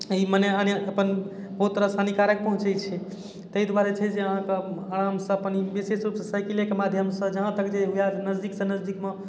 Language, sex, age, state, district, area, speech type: Maithili, male, 18-30, Bihar, Darbhanga, urban, spontaneous